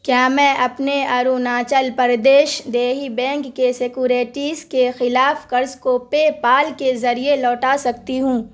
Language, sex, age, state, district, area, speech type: Urdu, female, 18-30, Bihar, Darbhanga, rural, read